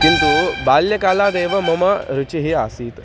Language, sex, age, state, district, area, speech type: Sanskrit, male, 18-30, Maharashtra, Nagpur, urban, spontaneous